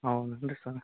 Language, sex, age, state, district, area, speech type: Kannada, male, 30-45, Karnataka, Gadag, rural, conversation